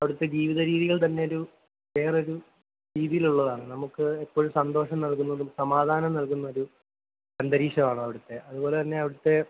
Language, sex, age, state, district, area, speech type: Malayalam, male, 18-30, Kerala, Kottayam, rural, conversation